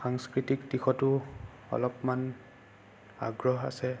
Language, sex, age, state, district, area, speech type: Assamese, male, 30-45, Assam, Sonitpur, rural, spontaneous